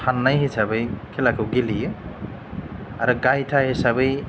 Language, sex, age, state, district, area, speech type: Bodo, male, 30-45, Assam, Chirang, rural, spontaneous